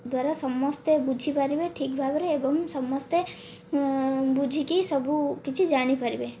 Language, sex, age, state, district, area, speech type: Odia, female, 45-60, Odisha, Kandhamal, rural, spontaneous